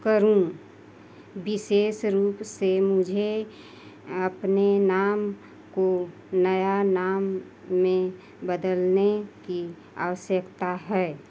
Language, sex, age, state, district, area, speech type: Hindi, female, 30-45, Uttar Pradesh, Mau, rural, read